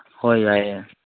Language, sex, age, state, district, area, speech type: Manipuri, male, 18-30, Manipur, Chandel, rural, conversation